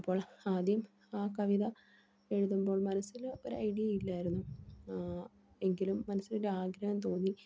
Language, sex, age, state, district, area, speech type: Malayalam, female, 18-30, Kerala, Palakkad, rural, spontaneous